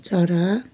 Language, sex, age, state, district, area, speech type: Nepali, female, 45-60, West Bengal, Jalpaiguri, rural, read